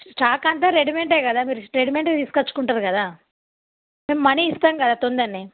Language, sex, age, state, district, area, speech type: Telugu, female, 30-45, Telangana, Karimnagar, rural, conversation